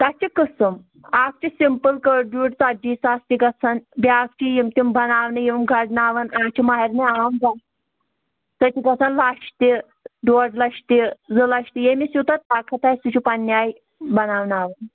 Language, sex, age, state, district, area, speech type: Kashmiri, female, 18-30, Jammu and Kashmir, Anantnag, rural, conversation